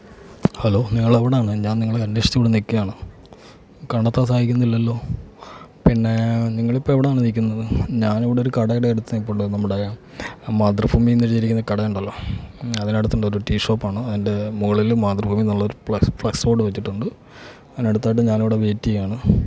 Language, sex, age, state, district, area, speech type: Malayalam, male, 45-60, Kerala, Alappuzha, rural, spontaneous